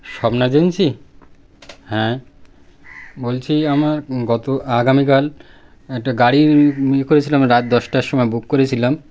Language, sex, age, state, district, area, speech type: Bengali, male, 30-45, West Bengal, Birbhum, urban, spontaneous